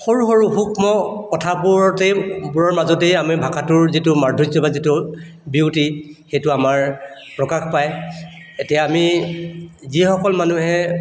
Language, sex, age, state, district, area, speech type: Assamese, male, 60+, Assam, Charaideo, urban, spontaneous